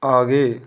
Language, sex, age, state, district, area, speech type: Hindi, male, 30-45, Rajasthan, Bharatpur, rural, read